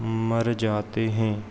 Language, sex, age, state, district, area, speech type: Hindi, male, 18-30, Madhya Pradesh, Hoshangabad, rural, spontaneous